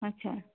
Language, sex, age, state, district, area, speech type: Assamese, female, 45-60, Assam, Kamrup Metropolitan, urban, conversation